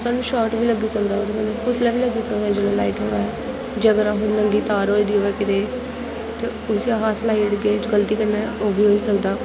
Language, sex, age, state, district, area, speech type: Dogri, female, 18-30, Jammu and Kashmir, Kathua, rural, spontaneous